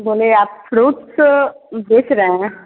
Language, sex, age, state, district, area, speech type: Hindi, female, 18-30, Bihar, Begusarai, rural, conversation